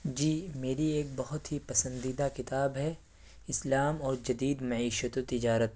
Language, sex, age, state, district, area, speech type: Urdu, male, 18-30, Uttar Pradesh, Ghaziabad, urban, spontaneous